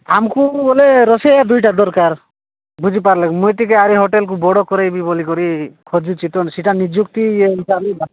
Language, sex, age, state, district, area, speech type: Odia, male, 45-60, Odisha, Nabarangpur, rural, conversation